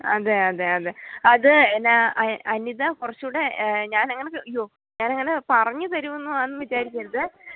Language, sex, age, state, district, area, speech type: Malayalam, male, 45-60, Kerala, Pathanamthitta, rural, conversation